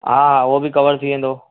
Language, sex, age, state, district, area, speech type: Sindhi, male, 30-45, Maharashtra, Thane, urban, conversation